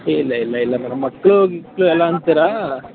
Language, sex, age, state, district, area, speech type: Kannada, male, 18-30, Karnataka, Mandya, rural, conversation